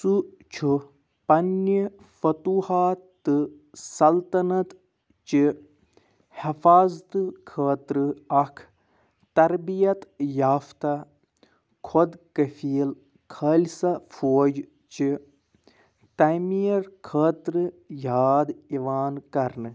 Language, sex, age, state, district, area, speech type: Kashmiri, male, 30-45, Jammu and Kashmir, Anantnag, rural, read